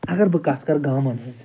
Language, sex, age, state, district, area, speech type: Kashmiri, male, 60+, Jammu and Kashmir, Ganderbal, urban, spontaneous